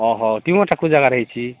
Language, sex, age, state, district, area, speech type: Odia, male, 45-60, Odisha, Nabarangpur, rural, conversation